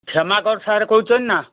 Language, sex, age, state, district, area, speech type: Odia, male, 45-60, Odisha, Kendujhar, urban, conversation